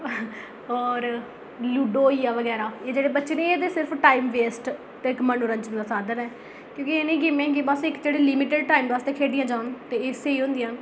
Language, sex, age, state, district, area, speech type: Dogri, female, 18-30, Jammu and Kashmir, Jammu, rural, spontaneous